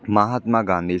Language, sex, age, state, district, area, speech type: Telugu, male, 18-30, Andhra Pradesh, Palnadu, rural, spontaneous